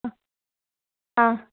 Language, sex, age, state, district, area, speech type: Kannada, female, 18-30, Karnataka, Bangalore Rural, rural, conversation